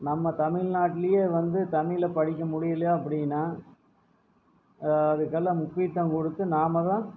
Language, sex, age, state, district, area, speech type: Tamil, male, 45-60, Tamil Nadu, Erode, rural, spontaneous